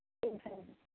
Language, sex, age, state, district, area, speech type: Punjabi, female, 45-60, Punjab, Mohali, rural, conversation